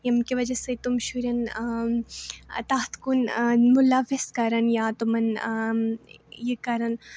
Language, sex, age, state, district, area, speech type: Kashmiri, female, 18-30, Jammu and Kashmir, Baramulla, rural, spontaneous